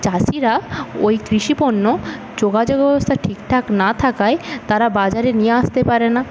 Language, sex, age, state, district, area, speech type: Bengali, female, 18-30, West Bengal, Paschim Medinipur, rural, spontaneous